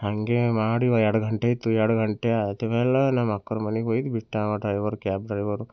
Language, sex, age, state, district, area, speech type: Kannada, male, 18-30, Karnataka, Bidar, urban, spontaneous